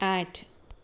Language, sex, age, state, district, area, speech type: Gujarati, female, 30-45, Gujarat, Anand, urban, read